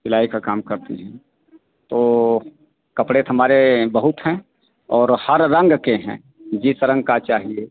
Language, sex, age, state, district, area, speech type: Hindi, male, 60+, Uttar Pradesh, Azamgarh, rural, conversation